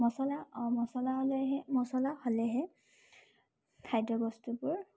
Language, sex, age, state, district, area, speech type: Assamese, female, 18-30, Assam, Tinsukia, rural, spontaneous